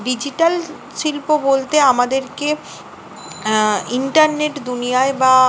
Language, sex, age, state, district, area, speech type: Bengali, female, 30-45, West Bengal, Purba Bardhaman, urban, spontaneous